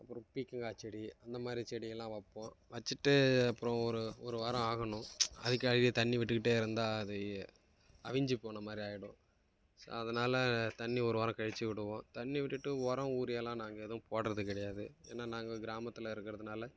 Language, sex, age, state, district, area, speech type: Tamil, male, 18-30, Tamil Nadu, Kallakurichi, rural, spontaneous